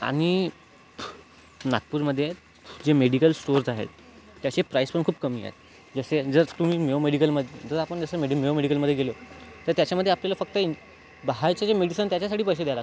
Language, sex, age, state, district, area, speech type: Marathi, male, 18-30, Maharashtra, Nagpur, rural, spontaneous